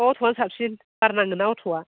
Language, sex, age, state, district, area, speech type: Bodo, female, 60+, Assam, Chirang, rural, conversation